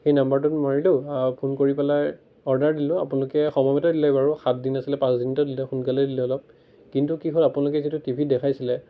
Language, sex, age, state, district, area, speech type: Assamese, male, 18-30, Assam, Biswanath, rural, spontaneous